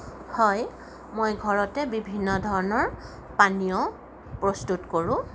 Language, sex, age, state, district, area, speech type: Assamese, female, 45-60, Assam, Sonitpur, urban, spontaneous